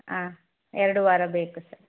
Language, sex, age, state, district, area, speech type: Kannada, female, 18-30, Karnataka, Davanagere, rural, conversation